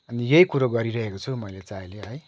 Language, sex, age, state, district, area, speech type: Nepali, male, 30-45, West Bengal, Kalimpong, rural, spontaneous